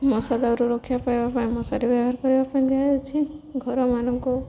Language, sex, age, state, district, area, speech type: Odia, female, 18-30, Odisha, Subarnapur, urban, spontaneous